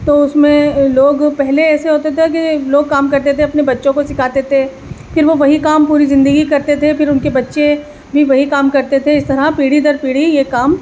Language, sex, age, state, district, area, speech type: Urdu, female, 30-45, Delhi, East Delhi, rural, spontaneous